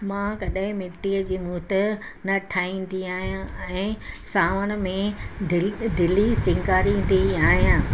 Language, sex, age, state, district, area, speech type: Sindhi, female, 60+, Gujarat, Junagadh, urban, spontaneous